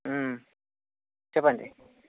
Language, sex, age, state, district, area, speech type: Telugu, male, 60+, Andhra Pradesh, Vizianagaram, rural, conversation